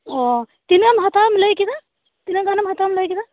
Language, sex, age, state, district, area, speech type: Santali, female, 30-45, West Bengal, Birbhum, rural, conversation